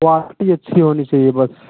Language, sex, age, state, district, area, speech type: Hindi, male, 30-45, Uttar Pradesh, Mau, urban, conversation